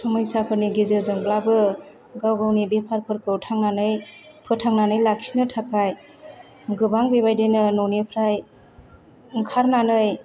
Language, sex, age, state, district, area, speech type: Bodo, female, 30-45, Assam, Chirang, rural, spontaneous